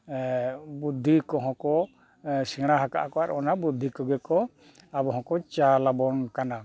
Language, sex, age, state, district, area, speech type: Santali, male, 60+, Jharkhand, East Singhbhum, rural, spontaneous